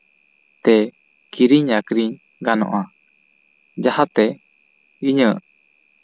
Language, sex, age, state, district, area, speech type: Santali, male, 18-30, West Bengal, Bankura, rural, spontaneous